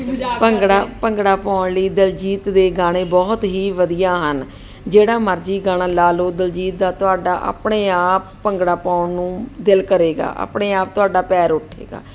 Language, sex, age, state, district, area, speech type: Punjabi, female, 30-45, Punjab, Ludhiana, urban, spontaneous